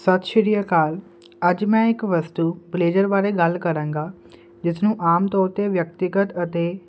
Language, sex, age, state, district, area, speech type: Punjabi, male, 18-30, Punjab, Kapurthala, urban, spontaneous